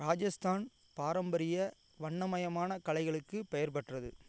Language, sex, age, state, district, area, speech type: Tamil, male, 45-60, Tamil Nadu, Ariyalur, rural, read